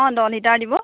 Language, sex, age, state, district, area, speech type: Assamese, female, 30-45, Assam, Lakhimpur, rural, conversation